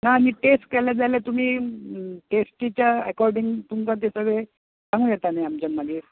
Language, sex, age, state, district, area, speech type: Goan Konkani, male, 60+, Goa, Bardez, urban, conversation